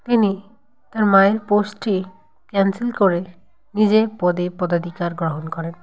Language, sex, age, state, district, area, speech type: Bengali, female, 18-30, West Bengal, Nadia, rural, spontaneous